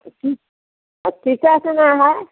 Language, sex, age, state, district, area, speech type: Hindi, female, 60+, Bihar, Samastipur, rural, conversation